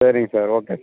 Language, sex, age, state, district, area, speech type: Tamil, male, 30-45, Tamil Nadu, Thanjavur, rural, conversation